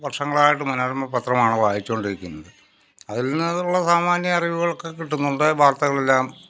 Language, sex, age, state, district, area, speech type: Malayalam, male, 60+, Kerala, Pathanamthitta, urban, spontaneous